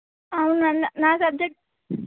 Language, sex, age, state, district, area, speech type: Telugu, female, 18-30, Telangana, Medak, urban, conversation